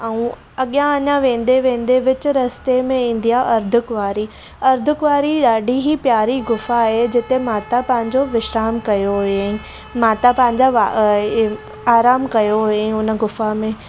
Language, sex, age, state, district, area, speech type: Sindhi, female, 18-30, Maharashtra, Mumbai Suburban, rural, spontaneous